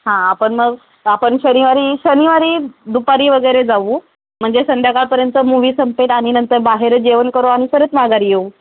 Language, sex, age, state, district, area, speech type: Marathi, female, 18-30, Maharashtra, Ratnagiri, rural, conversation